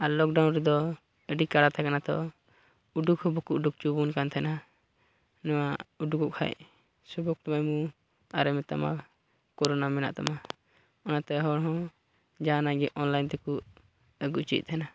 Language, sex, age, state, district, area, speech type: Santali, male, 18-30, Jharkhand, Pakur, rural, spontaneous